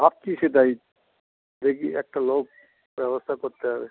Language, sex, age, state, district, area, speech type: Bengali, male, 60+, West Bengal, South 24 Parganas, urban, conversation